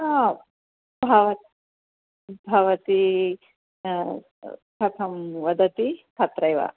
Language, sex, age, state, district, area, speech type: Sanskrit, female, 60+, Karnataka, Bellary, urban, conversation